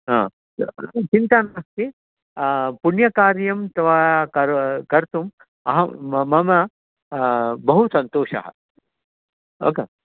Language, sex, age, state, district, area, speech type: Sanskrit, male, 60+, Karnataka, Bangalore Urban, urban, conversation